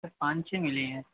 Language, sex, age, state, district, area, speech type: Hindi, male, 30-45, Madhya Pradesh, Harda, urban, conversation